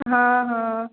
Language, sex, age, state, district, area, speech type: Maithili, female, 18-30, Bihar, Darbhanga, rural, conversation